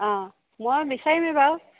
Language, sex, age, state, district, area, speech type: Assamese, female, 60+, Assam, Morigaon, rural, conversation